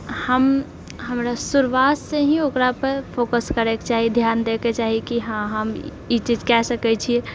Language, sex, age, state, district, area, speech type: Maithili, female, 45-60, Bihar, Purnia, rural, spontaneous